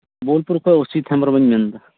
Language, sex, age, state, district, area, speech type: Santali, male, 18-30, West Bengal, Birbhum, rural, conversation